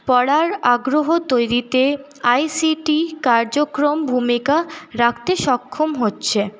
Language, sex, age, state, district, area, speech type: Bengali, female, 30-45, West Bengal, Paschim Bardhaman, urban, spontaneous